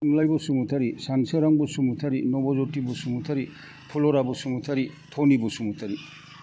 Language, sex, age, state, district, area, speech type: Bodo, male, 45-60, Assam, Kokrajhar, rural, spontaneous